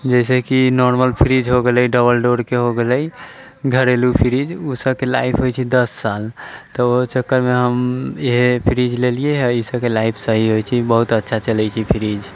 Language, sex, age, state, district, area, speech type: Maithili, male, 18-30, Bihar, Muzaffarpur, rural, spontaneous